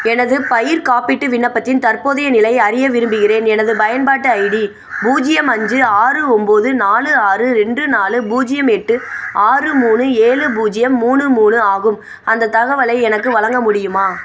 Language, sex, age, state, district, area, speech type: Tamil, female, 18-30, Tamil Nadu, Madurai, urban, read